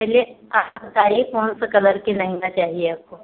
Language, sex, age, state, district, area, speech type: Hindi, female, 30-45, Uttar Pradesh, Pratapgarh, rural, conversation